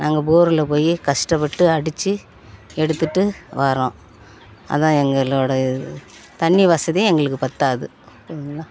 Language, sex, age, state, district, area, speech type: Tamil, female, 60+, Tamil Nadu, Perambalur, rural, spontaneous